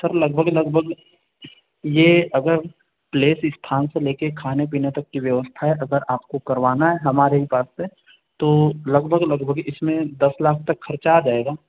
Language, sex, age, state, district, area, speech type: Hindi, male, 45-60, Madhya Pradesh, Balaghat, rural, conversation